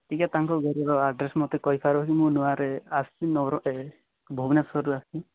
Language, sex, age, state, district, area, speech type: Odia, male, 18-30, Odisha, Nabarangpur, urban, conversation